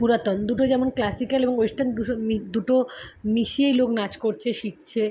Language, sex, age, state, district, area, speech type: Bengali, female, 30-45, West Bengal, Kolkata, urban, spontaneous